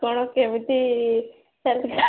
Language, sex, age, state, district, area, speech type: Odia, female, 30-45, Odisha, Sambalpur, rural, conversation